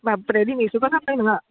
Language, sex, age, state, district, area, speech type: Bodo, female, 30-45, Assam, Udalguri, urban, conversation